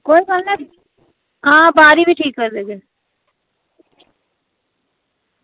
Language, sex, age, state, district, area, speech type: Dogri, female, 45-60, Jammu and Kashmir, Samba, rural, conversation